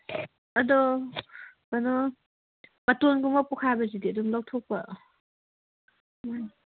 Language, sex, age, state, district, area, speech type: Manipuri, female, 30-45, Manipur, Kangpokpi, urban, conversation